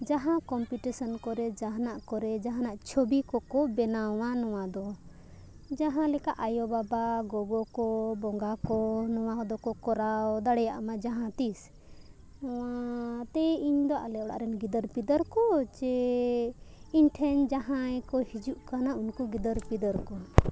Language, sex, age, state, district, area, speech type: Santali, female, 18-30, Jharkhand, Bokaro, rural, spontaneous